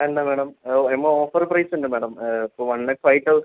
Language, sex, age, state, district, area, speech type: Malayalam, male, 18-30, Kerala, Palakkad, rural, conversation